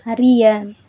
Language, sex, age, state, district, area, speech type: Tamil, female, 18-30, Tamil Nadu, Madurai, rural, read